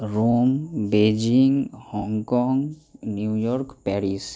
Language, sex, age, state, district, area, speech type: Bengali, male, 30-45, West Bengal, Purba Bardhaman, rural, spontaneous